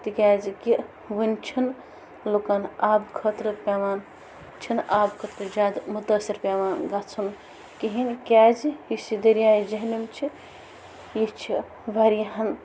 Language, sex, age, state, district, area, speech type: Kashmiri, female, 30-45, Jammu and Kashmir, Bandipora, rural, spontaneous